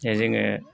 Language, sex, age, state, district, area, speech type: Bodo, male, 60+, Assam, Kokrajhar, rural, spontaneous